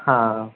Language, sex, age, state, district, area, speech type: Marathi, male, 30-45, Maharashtra, Nagpur, rural, conversation